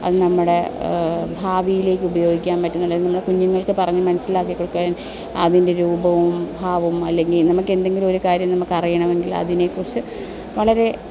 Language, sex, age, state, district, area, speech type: Malayalam, female, 30-45, Kerala, Alappuzha, urban, spontaneous